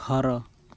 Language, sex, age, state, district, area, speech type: Odia, male, 18-30, Odisha, Boudh, rural, read